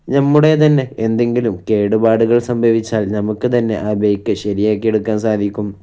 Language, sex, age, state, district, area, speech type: Malayalam, male, 18-30, Kerala, Kozhikode, rural, spontaneous